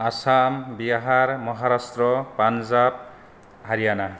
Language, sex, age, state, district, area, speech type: Bodo, male, 30-45, Assam, Kokrajhar, rural, spontaneous